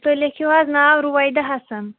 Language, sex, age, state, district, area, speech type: Kashmiri, female, 30-45, Jammu and Kashmir, Shopian, urban, conversation